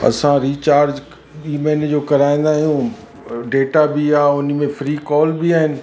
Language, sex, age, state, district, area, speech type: Sindhi, male, 60+, Uttar Pradesh, Lucknow, rural, spontaneous